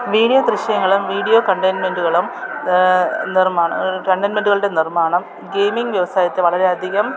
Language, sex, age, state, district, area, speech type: Malayalam, female, 30-45, Kerala, Thiruvananthapuram, urban, spontaneous